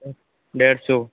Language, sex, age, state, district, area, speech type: Hindi, male, 18-30, Rajasthan, Jodhpur, urban, conversation